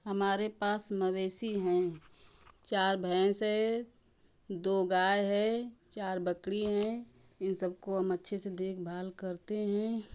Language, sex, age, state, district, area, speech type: Hindi, female, 30-45, Uttar Pradesh, Ghazipur, rural, spontaneous